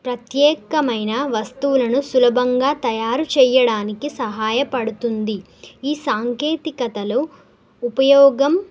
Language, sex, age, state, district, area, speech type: Telugu, female, 18-30, Telangana, Nagarkurnool, urban, spontaneous